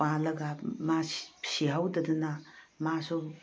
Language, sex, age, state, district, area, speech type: Manipuri, female, 60+, Manipur, Ukhrul, rural, spontaneous